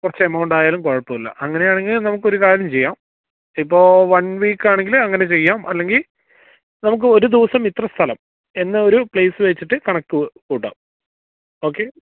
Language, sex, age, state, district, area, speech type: Malayalam, male, 18-30, Kerala, Wayanad, rural, conversation